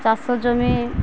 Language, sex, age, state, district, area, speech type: Odia, female, 45-60, Odisha, Malkangiri, urban, spontaneous